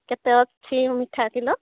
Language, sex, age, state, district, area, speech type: Odia, female, 45-60, Odisha, Angul, rural, conversation